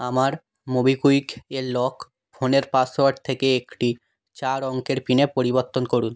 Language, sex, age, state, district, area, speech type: Bengali, male, 18-30, West Bengal, South 24 Parganas, rural, read